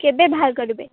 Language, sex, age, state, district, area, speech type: Odia, female, 18-30, Odisha, Kendrapara, urban, conversation